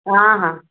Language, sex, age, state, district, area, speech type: Odia, female, 60+, Odisha, Gajapati, rural, conversation